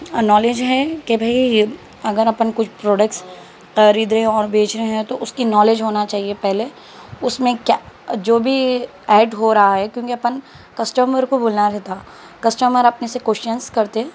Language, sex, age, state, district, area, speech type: Urdu, female, 18-30, Telangana, Hyderabad, urban, spontaneous